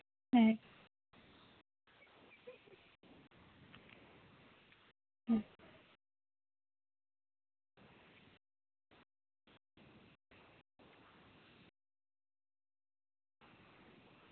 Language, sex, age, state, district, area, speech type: Santali, female, 18-30, West Bengal, Bankura, rural, conversation